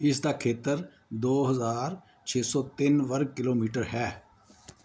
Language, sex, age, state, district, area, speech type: Punjabi, male, 60+, Punjab, Pathankot, rural, read